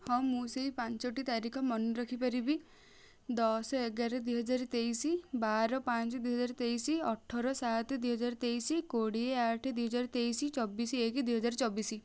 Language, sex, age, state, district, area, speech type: Odia, female, 18-30, Odisha, Kendujhar, urban, spontaneous